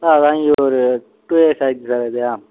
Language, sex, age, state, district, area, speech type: Tamil, male, 18-30, Tamil Nadu, Viluppuram, rural, conversation